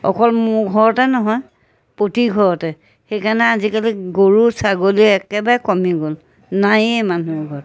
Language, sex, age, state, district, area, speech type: Assamese, female, 60+, Assam, Majuli, urban, spontaneous